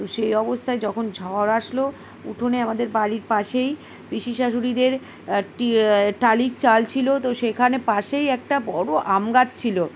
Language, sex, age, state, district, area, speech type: Bengali, female, 45-60, West Bengal, Uttar Dinajpur, urban, spontaneous